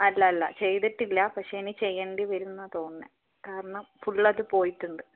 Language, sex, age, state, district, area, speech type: Malayalam, female, 18-30, Kerala, Wayanad, rural, conversation